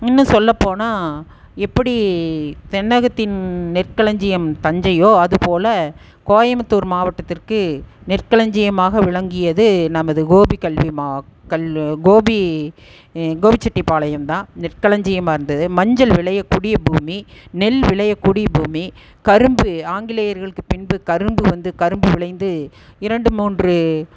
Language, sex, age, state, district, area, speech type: Tamil, female, 60+, Tamil Nadu, Erode, urban, spontaneous